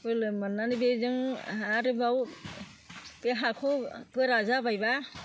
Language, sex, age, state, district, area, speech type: Bodo, female, 60+, Assam, Chirang, rural, spontaneous